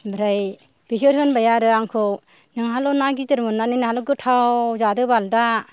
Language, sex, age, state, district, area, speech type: Bodo, female, 60+, Assam, Kokrajhar, rural, spontaneous